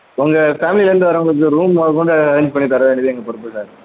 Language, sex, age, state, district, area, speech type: Tamil, male, 18-30, Tamil Nadu, Madurai, rural, conversation